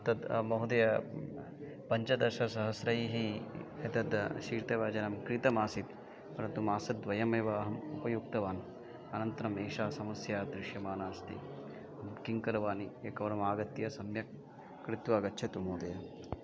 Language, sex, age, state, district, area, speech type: Sanskrit, male, 30-45, West Bengal, Murshidabad, urban, spontaneous